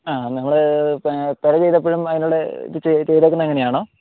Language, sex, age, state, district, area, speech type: Malayalam, male, 30-45, Kerala, Idukki, rural, conversation